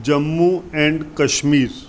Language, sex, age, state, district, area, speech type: Sindhi, male, 45-60, Maharashtra, Mumbai Suburban, urban, spontaneous